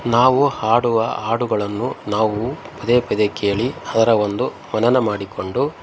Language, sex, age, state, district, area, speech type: Kannada, male, 45-60, Karnataka, Koppal, rural, spontaneous